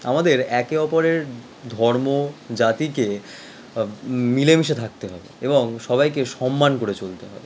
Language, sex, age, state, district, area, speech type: Bengali, male, 18-30, West Bengal, Howrah, urban, spontaneous